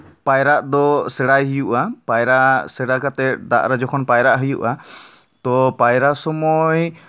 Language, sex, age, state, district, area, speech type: Santali, male, 18-30, West Bengal, Bankura, rural, spontaneous